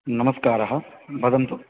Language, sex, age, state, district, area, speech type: Sanskrit, male, 18-30, Odisha, Jagatsinghpur, urban, conversation